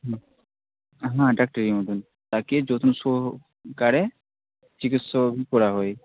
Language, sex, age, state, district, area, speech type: Bengali, male, 18-30, West Bengal, Malda, rural, conversation